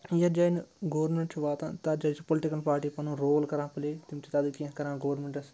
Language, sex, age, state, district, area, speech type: Kashmiri, male, 18-30, Jammu and Kashmir, Srinagar, urban, spontaneous